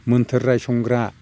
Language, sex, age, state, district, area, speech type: Bodo, male, 60+, Assam, Chirang, rural, spontaneous